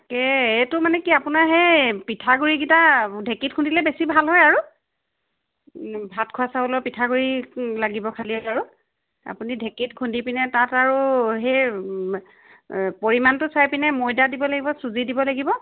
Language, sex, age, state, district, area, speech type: Assamese, female, 30-45, Assam, Charaideo, urban, conversation